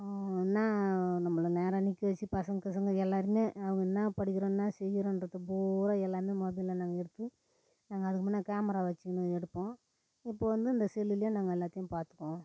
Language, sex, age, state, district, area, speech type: Tamil, female, 60+, Tamil Nadu, Tiruvannamalai, rural, spontaneous